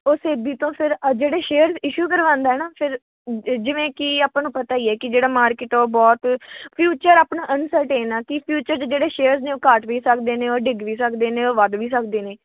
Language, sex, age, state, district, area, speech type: Punjabi, female, 45-60, Punjab, Moga, rural, conversation